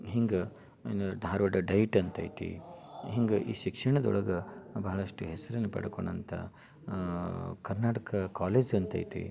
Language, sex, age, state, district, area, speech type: Kannada, male, 30-45, Karnataka, Dharwad, rural, spontaneous